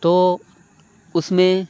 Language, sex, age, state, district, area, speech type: Urdu, male, 30-45, Uttar Pradesh, Lucknow, urban, spontaneous